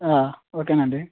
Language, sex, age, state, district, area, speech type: Telugu, male, 30-45, Telangana, Khammam, urban, conversation